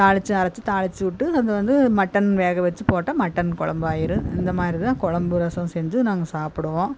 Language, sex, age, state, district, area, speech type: Tamil, female, 45-60, Tamil Nadu, Coimbatore, urban, spontaneous